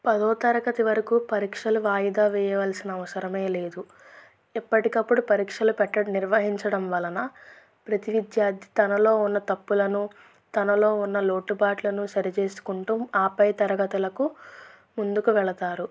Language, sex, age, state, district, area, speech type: Telugu, female, 30-45, Andhra Pradesh, Krishna, rural, spontaneous